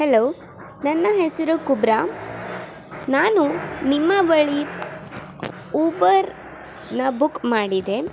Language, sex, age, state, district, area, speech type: Kannada, female, 18-30, Karnataka, Chamarajanagar, rural, spontaneous